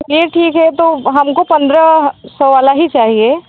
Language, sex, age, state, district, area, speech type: Hindi, female, 18-30, Uttar Pradesh, Mirzapur, urban, conversation